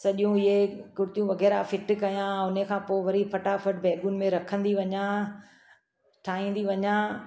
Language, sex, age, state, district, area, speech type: Sindhi, female, 45-60, Gujarat, Surat, urban, spontaneous